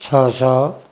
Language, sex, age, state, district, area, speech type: Odia, male, 60+, Odisha, Jajpur, rural, spontaneous